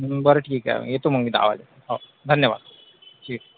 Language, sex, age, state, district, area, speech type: Marathi, male, 30-45, Maharashtra, Akola, urban, conversation